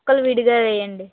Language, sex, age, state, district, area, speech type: Telugu, female, 18-30, Andhra Pradesh, Krishna, urban, conversation